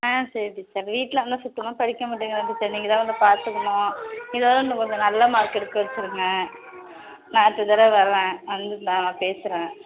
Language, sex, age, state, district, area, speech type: Tamil, female, 18-30, Tamil Nadu, Thanjavur, urban, conversation